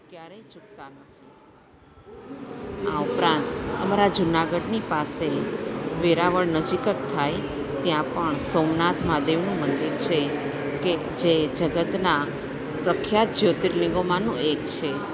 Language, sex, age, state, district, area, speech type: Gujarati, female, 45-60, Gujarat, Junagadh, urban, spontaneous